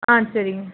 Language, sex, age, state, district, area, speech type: Tamil, female, 18-30, Tamil Nadu, Namakkal, rural, conversation